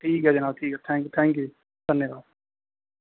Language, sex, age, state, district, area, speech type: Dogri, male, 18-30, Jammu and Kashmir, Reasi, rural, conversation